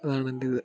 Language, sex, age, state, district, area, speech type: Malayalam, male, 18-30, Kerala, Kottayam, rural, spontaneous